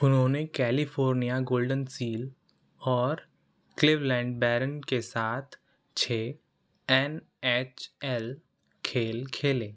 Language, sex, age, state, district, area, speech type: Hindi, male, 18-30, Madhya Pradesh, Seoni, urban, read